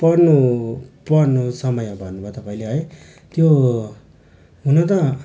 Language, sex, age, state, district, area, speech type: Nepali, male, 30-45, West Bengal, Darjeeling, rural, spontaneous